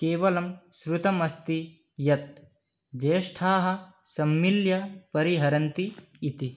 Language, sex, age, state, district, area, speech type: Sanskrit, male, 18-30, Manipur, Kangpokpi, rural, spontaneous